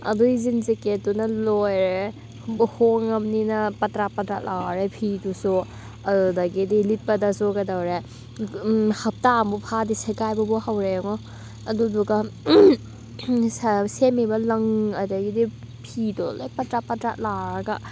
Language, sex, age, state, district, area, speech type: Manipuri, female, 18-30, Manipur, Thoubal, rural, spontaneous